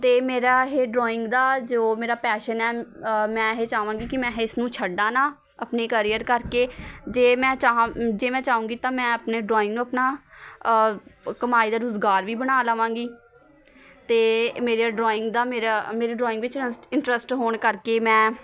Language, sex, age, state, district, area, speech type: Punjabi, female, 18-30, Punjab, Patiala, urban, spontaneous